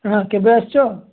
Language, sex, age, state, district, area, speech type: Odia, male, 30-45, Odisha, Nabarangpur, urban, conversation